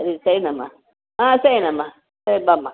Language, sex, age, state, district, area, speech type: Kannada, female, 60+, Karnataka, Chamarajanagar, rural, conversation